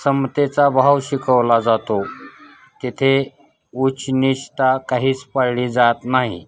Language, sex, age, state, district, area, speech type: Marathi, male, 45-60, Maharashtra, Osmanabad, rural, spontaneous